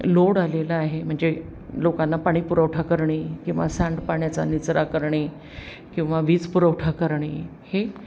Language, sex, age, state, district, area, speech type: Marathi, female, 45-60, Maharashtra, Pune, urban, spontaneous